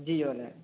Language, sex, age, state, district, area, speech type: Malayalam, male, 18-30, Kerala, Malappuram, rural, conversation